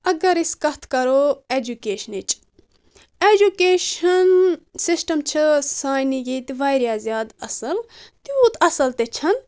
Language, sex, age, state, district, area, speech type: Kashmiri, female, 18-30, Jammu and Kashmir, Budgam, rural, spontaneous